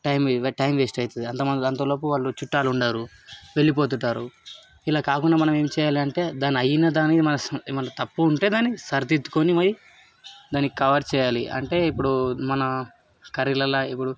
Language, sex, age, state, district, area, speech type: Telugu, male, 18-30, Telangana, Hyderabad, urban, spontaneous